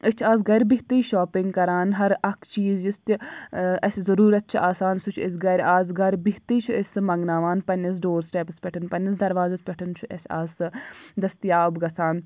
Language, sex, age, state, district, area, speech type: Kashmiri, female, 18-30, Jammu and Kashmir, Bandipora, rural, spontaneous